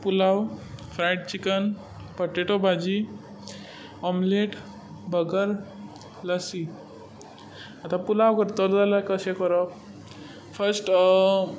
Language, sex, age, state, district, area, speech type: Goan Konkani, male, 18-30, Goa, Tiswadi, rural, spontaneous